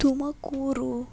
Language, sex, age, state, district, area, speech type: Kannada, female, 60+, Karnataka, Tumkur, rural, spontaneous